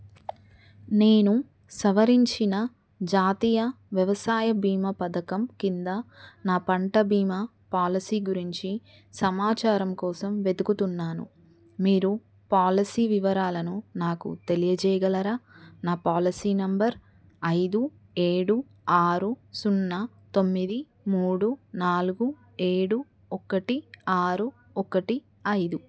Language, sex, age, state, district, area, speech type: Telugu, female, 30-45, Telangana, Adilabad, rural, read